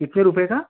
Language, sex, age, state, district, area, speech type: Hindi, male, 18-30, Madhya Pradesh, Ujjain, rural, conversation